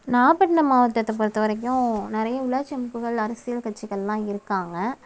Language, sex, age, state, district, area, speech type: Tamil, female, 30-45, Tamil Nadu, Nagapattinam, rural, spontaneous